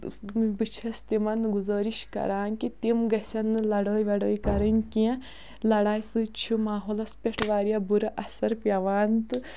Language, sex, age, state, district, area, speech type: Kashmiri, female, 18-30, Jammu and Kashmir, Kulgam, rural, spontaneous